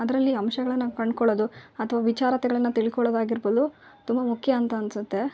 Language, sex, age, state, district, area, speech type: Kannada, female, 18-30, Karnataka, Vijayanagara, rural, spontaneous